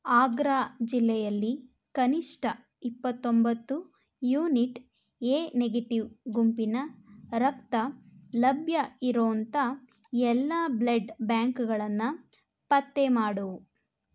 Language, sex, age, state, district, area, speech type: Kannada, female, 18-30, Karnataka, Mandya, rural, read